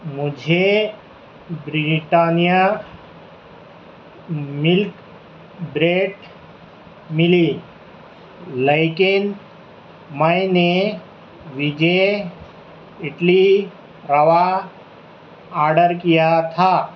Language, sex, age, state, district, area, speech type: Urdu, male, 18-30, Telangana, Hyderabad, urban, read